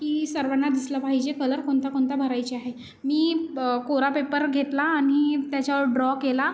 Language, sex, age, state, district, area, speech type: Marathi, female, 18-30, Maharashtra, Nagpur, urban, spontaneous